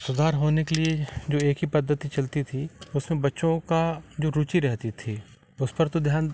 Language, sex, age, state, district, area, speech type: Hindi, male, 45-60, Madhya Pradesh, Jabalpur, urban, spontaneous